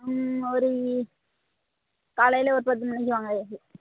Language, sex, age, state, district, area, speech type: Tamil, female, 18-30, Tamil Nadu, Thoothukudi, rural, conversation